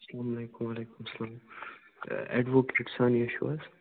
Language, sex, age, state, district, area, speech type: Kashmiri, male, 18-30, Jammu and Kashmir, Budgam, rural, conversation